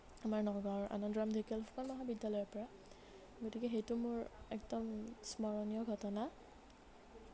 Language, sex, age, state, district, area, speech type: Assamese, female, 18-30, Assam, Nagaon, rural, spontaneous